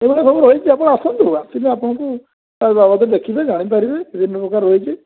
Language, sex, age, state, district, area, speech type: Odia, male, 45-60, Odisha, Mayurbhanj, rural, conversation